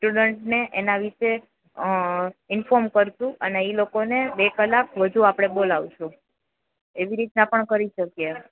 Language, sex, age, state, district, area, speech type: Gujarati, female, 18-30, Gujarat, Junagadh, rural, conversation